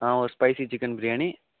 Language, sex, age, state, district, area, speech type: Tamil, male, 45-60, Tamil Nadu, Ariyalur, rural, conversation